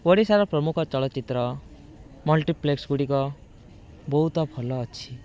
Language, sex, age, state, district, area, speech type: Odia, male, 18-30, Odisha, Rayagada, rural, spontaneous